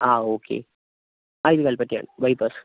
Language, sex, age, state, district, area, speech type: Malayalam, male, 30-45, Kerala, Wayanad, rural, conversation